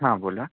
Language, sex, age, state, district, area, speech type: Marathi, male, 18-30, Maharashtra, Raigad, rural, conversation